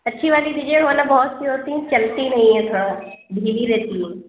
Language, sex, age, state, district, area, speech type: Urdu, female, 30-45, Uttar Pradesh, Lucknow, rural, conversation